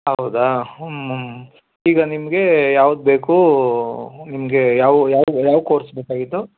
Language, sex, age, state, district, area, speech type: Kannada, male, 30-45, Karnataka, Bangalore Rural, rural, conversation